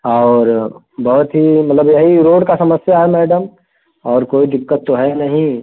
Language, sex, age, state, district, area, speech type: Hindi, male, 30-45, Uttar Pradesh, Prayagraj, urban, conversation